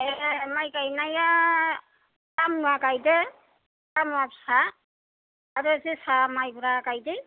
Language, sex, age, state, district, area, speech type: Bodo, female, 60+, Assam, Kokrajhar, rural, conversation